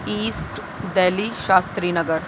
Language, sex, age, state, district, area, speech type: Urdu, female, 30-45, Delhi, Central Delhi, urban, spontaneous